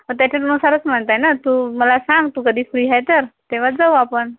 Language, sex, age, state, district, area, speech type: Marathi, female, 30-45, Maharashtra, Yavatmal, rural, conversation